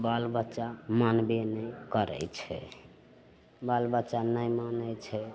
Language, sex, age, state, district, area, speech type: Maithili, female, 60+, Bihar, Madhepura, urban, spontaneous